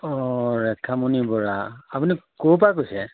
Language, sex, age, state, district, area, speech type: Assamese, male, 45-60, Assam, Majuli, rural, conversation